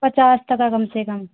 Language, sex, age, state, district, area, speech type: Hindi, female, 30-45, Uttar Pradesh, Hardoi, rural, conversation